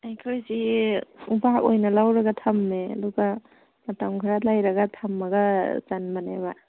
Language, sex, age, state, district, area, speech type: Manipuri, female, 30-45, Manipur, Imphal East, rural, conversation